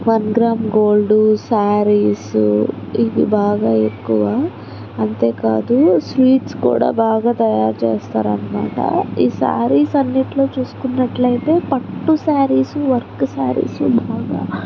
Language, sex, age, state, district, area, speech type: Telugu, female, 30-45, Andhra Pradesh, Guntur, rural, spontaneous